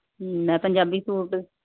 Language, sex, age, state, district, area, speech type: Punjabi, female, 45-60, Punjab, Mohali, urban, conversation